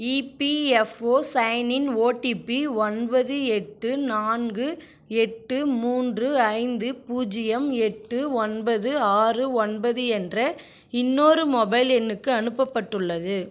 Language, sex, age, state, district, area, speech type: Tamil, female, 18-30, Tamil Nadu, Cuddalore, urban, read